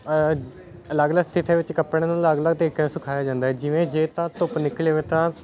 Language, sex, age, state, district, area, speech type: Punjabi, male, 18-30, Punjab, Ludhiana, urban, spontaneous